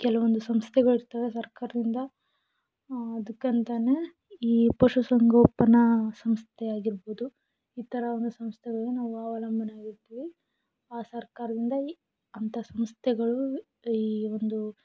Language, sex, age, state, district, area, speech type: Kannada, female, 18-30, Karnataka, Davanagere, urban, spontaneous